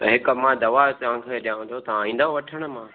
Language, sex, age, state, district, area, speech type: Sindhi, male, 45-60, Maharashtra, Thane, urban, conversation